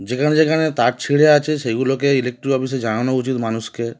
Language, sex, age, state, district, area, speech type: Bengali, male, 30-45, West Bengal, Howrah, urban, spontaneous